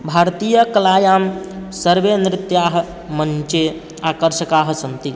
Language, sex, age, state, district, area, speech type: Sanskrit, male, 18-30, Bihar, East Champaran, rural, spontaneous